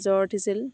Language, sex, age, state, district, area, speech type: Assamese, female, 18-30, Assam, Charaideo, rural, spontaneous